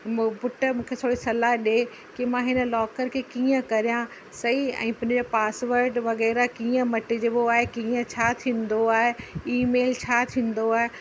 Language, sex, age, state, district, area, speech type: Sindhi, female, 45-60, Uttar Pradesh, Lucknow, rural, spontaneous